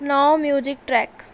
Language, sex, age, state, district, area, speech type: Sindhi, female, 18-30, Maharashtra, Thane, urban, read